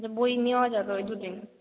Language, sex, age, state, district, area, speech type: Bengali, female, 18-30, West Bengal, Jalpaiguri, rural, conversation